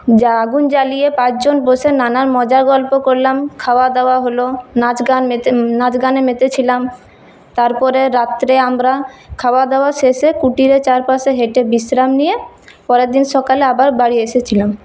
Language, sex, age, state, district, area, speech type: Bengali, female, 18-30, West Bengal, Purulia, urban, spontaneous